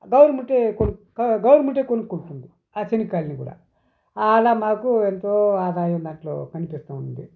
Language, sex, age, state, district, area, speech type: Telugu, male, 60+, Andhra Pradesh, Sri Balaji, rural, spontaneous